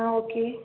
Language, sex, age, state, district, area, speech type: Tamil, female, 18-30, Tamil Nadu, Nilgiris, rural, conversation